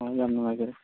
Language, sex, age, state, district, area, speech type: Manipuri, male, 30-45, Manipur, Kakching, rural, conversation